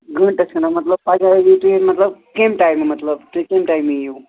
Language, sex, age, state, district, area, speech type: Kashmiri, male, 60+, Jammu and Kashmir, Srinagar, urban, conversation